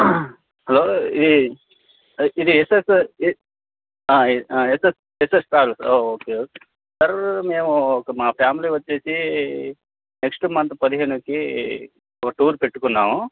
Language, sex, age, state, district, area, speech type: Telugu, male, 30-45, Telangana, Khammam, urban, conversation